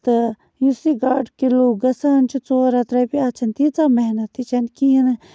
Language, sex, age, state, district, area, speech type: Kashmiri, female, 60+, Jammu and Kashmir, Budgam, rural, spontaneous